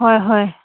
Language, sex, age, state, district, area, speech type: Assamese, female, 45-60, Assam, Dibrugarh, urban, conversation